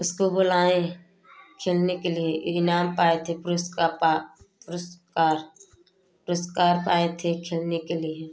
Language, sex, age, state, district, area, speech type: Hindi, female, 18-30, Uttar Pradesh, Prayagraj, rural, spontaneous